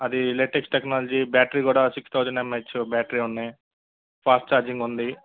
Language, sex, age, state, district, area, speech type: Telugu, male, 30-45, Andhra Pradesh, Guntur, urban, conversation